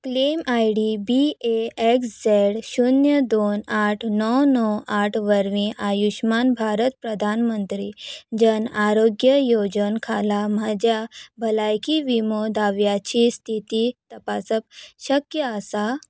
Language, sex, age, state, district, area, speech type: Goan Konkani, female, 18-30, Goa, Salcete, rural, read